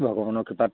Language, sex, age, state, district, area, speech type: Assamese, male, 60+, Assam, Sivasagar, rural, conversation